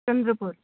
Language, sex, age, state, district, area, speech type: Marathi, female, 60+, Maharashtra, Nagpur, urban, conversation